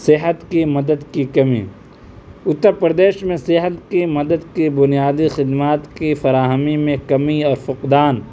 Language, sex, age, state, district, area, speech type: Urdu, male, 18-30, Uttar Pradesh, Saharanpur, urban, spontaneous